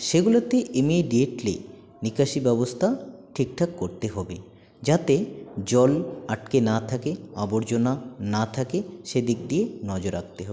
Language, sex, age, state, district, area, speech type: Bengali, male, 18-30, West Bengal, Jalpaiguri, rural, spontaneous